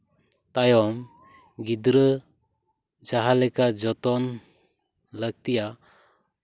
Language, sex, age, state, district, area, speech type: Santali, male, 18-30, West Bengal, Purba Bardhaman, rural, spontaneous